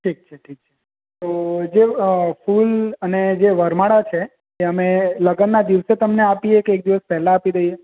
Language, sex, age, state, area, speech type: Gujarati, male, 18-30, Gujarat, urban, conversation